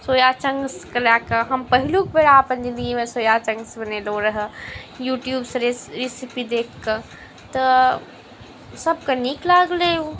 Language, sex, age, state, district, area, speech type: Maithili, female, 18-30, Bihar, Saharsa, rural, spontaneous